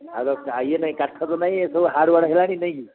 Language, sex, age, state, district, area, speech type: Odia, male, 60+, Odisha, Gajapati, rural, conversation